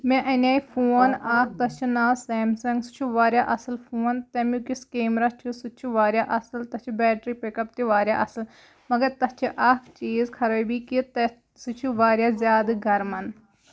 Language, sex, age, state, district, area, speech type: Kashmiri, female, 30-45, Jammu and Kashmir, Kulgam, rural, spontaneous